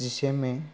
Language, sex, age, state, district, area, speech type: Bodo, male, 18-30, Assam, Kokrajhar, rural, spontaneous